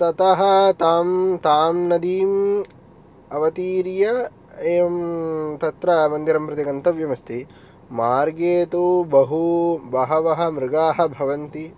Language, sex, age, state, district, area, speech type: Sanskrit, male, 18-30, Tamil Nadu, Kanchipuram, urban, spontaneous